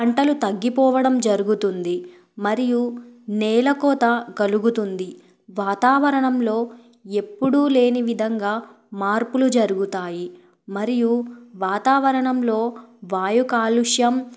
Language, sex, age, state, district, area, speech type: Telugu, female, 18-30, Telangana, Bhadradri Kothagudem, rural, spontaneous